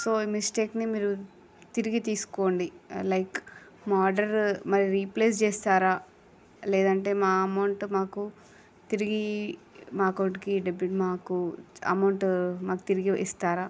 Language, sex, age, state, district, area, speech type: Telugu, female, 18-30, Andhra Pradesh, Srikakulam, urban, spontaneous